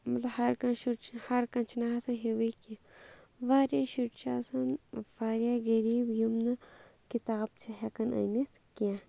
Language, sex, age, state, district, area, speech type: Kashmiri, female, 18-30, Jammu and Kashmir, Shopian, rural, spontaneous